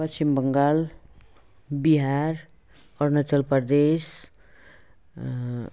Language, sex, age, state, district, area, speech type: Nepali, female, 60+, West Bengal, Jalpaiguri, rural, spontaneous